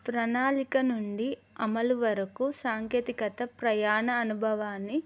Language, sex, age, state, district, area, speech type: Telugu, female, 18-30, Telangana, Adilabad, urban, spontaneous